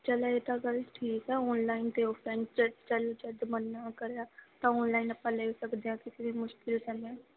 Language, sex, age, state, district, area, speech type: Punjabi, female, 18-30, Punjab, Fazilka, rural, conversation